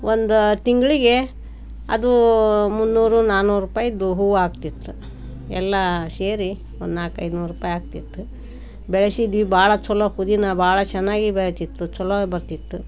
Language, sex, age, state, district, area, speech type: Kannada, female, 60+, Karnataka, Koppal, rural, spontaneous